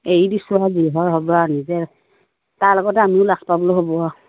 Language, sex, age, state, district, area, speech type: Assamese, female, 45-60, Assam, Sivasagar, rural, conversation